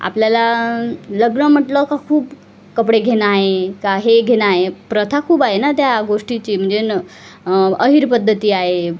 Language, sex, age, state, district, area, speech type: Marathi, female, 30-45, Maharashtra, Wardha, rural, spontaneous